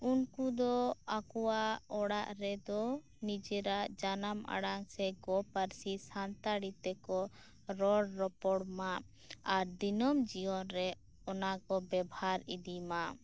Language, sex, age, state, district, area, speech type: Santali, female, 18-30, West Bengal, Birbhum, rural, spontaneous